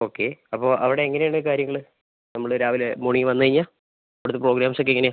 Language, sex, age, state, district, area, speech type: Malayalam, male, 45-60, Kerala, Wayanad, rural, conversation